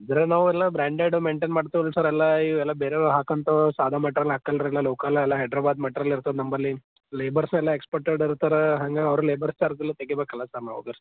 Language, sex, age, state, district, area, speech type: Kannada, male, 18-30, Karnataka, Gulbarga, urban, conversation